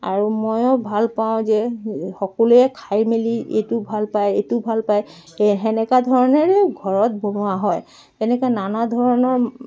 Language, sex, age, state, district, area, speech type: Assamese, female, 45-60, Assam, Dibrugarh, rural, spontaneous